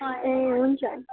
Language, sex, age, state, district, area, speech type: Nepali, female, 18-30, West Bengal, Darjeeling, rural, conversation